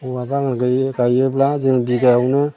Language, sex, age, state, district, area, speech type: Bodo, male, 45-60, Assam, Chirang, rural, spontaneous